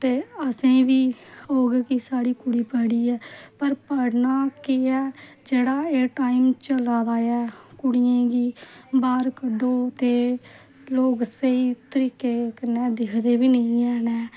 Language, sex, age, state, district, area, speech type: Dogri, female, 30-45, Jammu and Kashmir, Samba, rural, spontaneous